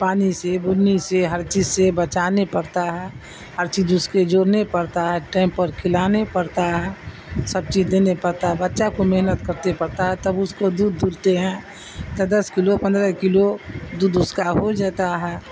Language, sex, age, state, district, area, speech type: Urdu, female, 60+, Bihar, Darbhanga, rural, spontaneous